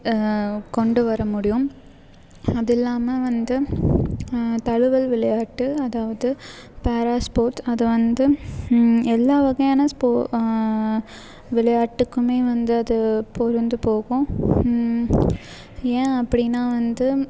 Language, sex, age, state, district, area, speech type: Tamil, female, 18-30, Tamil Nadu, Salem, urban, spontaneous